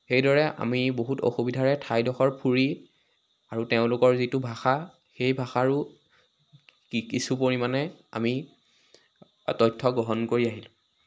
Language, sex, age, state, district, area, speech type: Assamese, male, 18-30, Assam, Sivasagar, rural, spontaneous